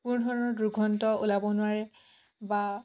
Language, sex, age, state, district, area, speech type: Assamese, female, 18-30, Assam, Dhemaji, rural, spontaneous